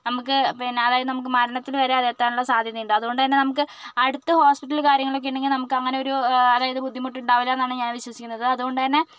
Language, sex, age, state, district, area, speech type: Malayalam, female, 45-60, Kerala, Kozhikode, urban, spontaneous